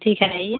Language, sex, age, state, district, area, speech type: Hindi, female, 45-60, Uttar Pradesh, Ghazipur, rural, conversation